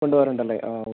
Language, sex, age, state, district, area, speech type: Malayalam, male, 18-30, Kerala, Kasaragod, rural, conversation